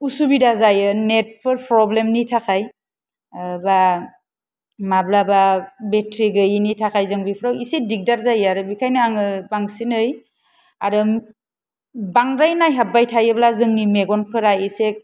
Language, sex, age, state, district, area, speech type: Bodo, female, 30-45, Assam, Kokrajhar, rural, spontaneous